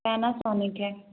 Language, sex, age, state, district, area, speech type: Hindi, female, 30-45, Madhya Pradesh, Balaghat, rural, conversation